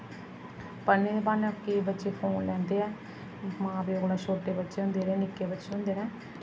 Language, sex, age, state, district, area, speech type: Dogri, female, 30-45, Jammu and Kashmir, Samba, rural, spontaneous